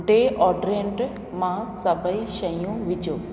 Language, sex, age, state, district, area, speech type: Sindhi, female, 45-60, Rajasthan, Ajmer, urban, read